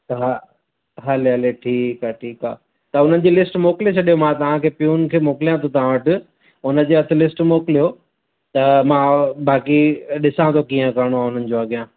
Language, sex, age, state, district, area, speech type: Sindhi, male, 45-60, Maharashtra, Mumbai City, urban, conversation